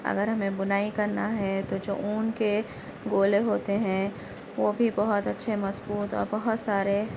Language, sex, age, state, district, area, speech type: Urdu, female, 18-30, Telangana, Hyderabad, urban, spontaneous